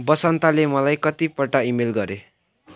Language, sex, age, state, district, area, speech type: Nepali, male, 18-30, West Bengal, Jalpaiguri, urban, read